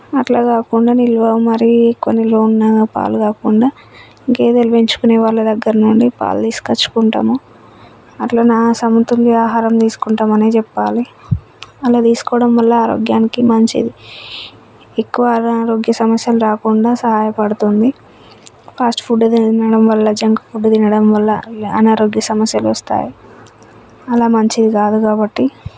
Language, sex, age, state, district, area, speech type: Telugu, female, 30-45, Telangana, Hanamkonda, rural, spontaneous